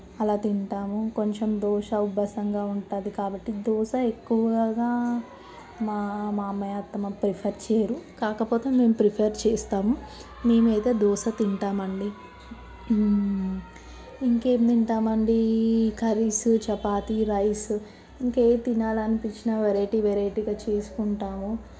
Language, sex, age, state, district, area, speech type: Telugu, female, 18-30, Telangana, Medchal, urban, spontaneous